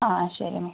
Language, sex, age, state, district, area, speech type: Malayalam, female, 18-30, Kerala, Wayanad, rural, conversation